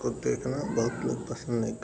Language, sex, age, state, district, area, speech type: Hindi, male, 30-45, Uttar Pradesh, Mau, rural, spontaneous